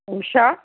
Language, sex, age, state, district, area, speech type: Marathi, female, 60+, Maharashtra, Nagpur, urban, conversation